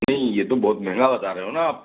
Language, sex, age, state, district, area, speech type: Hindi, male, 30-45, Madhya Pradesh, Gwalior, rural, conversation